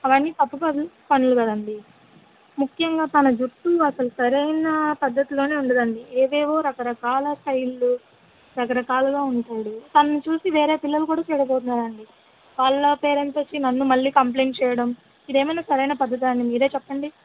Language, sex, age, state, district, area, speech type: Telugu, female, 60+, Andhra Pradesh, West Godavari, rural, conversation